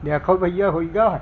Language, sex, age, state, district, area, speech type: Hindi, male, 60+, Uttar Pradesh, Hardoi, rural, spontaneous